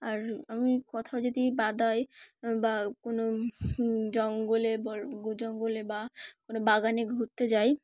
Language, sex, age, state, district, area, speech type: Bengali, female, 18-30, West Bengal, Dakshin Dinajpur, urban, spontaneous